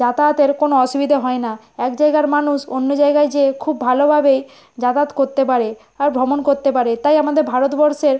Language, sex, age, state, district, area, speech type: Bengali, female, 60+, West Bengal, Nadia, rural, spontaneous